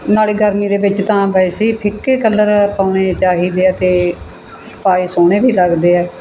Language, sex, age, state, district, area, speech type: Punjabi, female, 60+, Punjab, Bathinda, rural, spontaneous